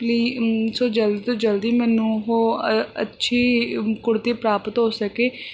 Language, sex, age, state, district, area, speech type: Punjabi, female, 18-30, Punjab, Barnala, urban, spontaneous